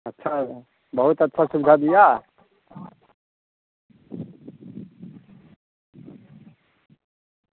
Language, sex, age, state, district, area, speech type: Hindi, male, 60+, Bihar, Samastipur, urban, conversation